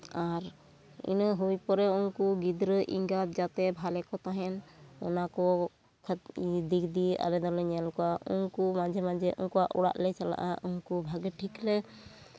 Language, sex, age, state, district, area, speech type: Santali, female, 45-60, West Bengal, Bankura, rural, spontaneous